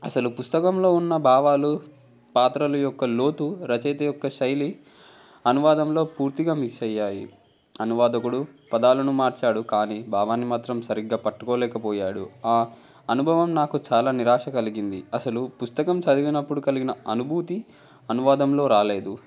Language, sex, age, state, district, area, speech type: Telugu, male, 18-30, Telangana, Komaram Bheem, urban, spontaneous